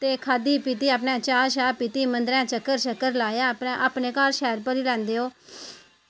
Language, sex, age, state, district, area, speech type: Dogri, female, 30-45, Jammu and Kashmir, Samba, rural, spontaneous